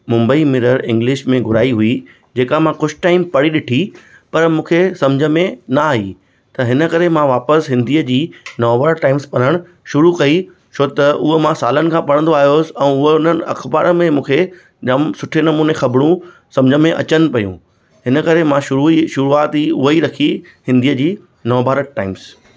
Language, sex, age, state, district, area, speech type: Sindhi, male, 30-45, Maharashtra, Thane, rural, spontaneous